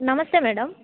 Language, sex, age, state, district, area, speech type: Telugu, female, 18-30, Telangana, Khammam, urban, conversation